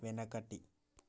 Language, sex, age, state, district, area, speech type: Telugu, male, 18-30, Telangana, Mancherial, rural, read